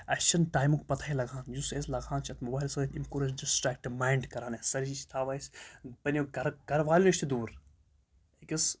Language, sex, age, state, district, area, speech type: Kashmiri, female, 18-30, Jammu and Kashmir, Kupwara, rural, spontaneous